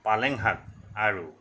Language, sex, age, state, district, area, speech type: Assamese, male, 45-60, Assam, Nagaon, rural, spontaneous